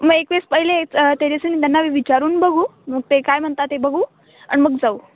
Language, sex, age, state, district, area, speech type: Marathi, female, 18-30, Maharashtra, Nashik, urban, conversation